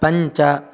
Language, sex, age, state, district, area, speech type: Sanskrit, male, 18-30, Karnataka, Bangalore Rural, rural, read